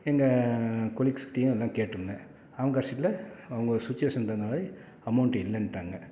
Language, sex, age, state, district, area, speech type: Tamil, male, 45-60, Tamil Nadu, Salem, rural, spontaneous